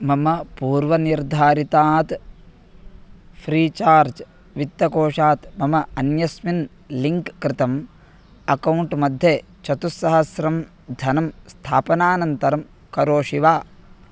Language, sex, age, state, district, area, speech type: Sanskrit, male, 18-30, Karnataka, Vijayapura, rural, read